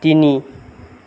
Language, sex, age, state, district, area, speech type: Assamese, male, 18-30, Assam, Nagaon, rural, read